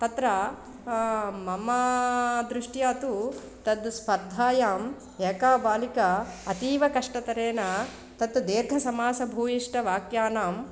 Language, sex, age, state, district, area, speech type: Sanskrit, female, 45-60, Andhra Pradesh, East Godavari, urban, spontaneous